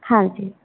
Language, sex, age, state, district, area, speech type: Punjabi, female, 18-30, Punjab, Rupnagar, urban, conversation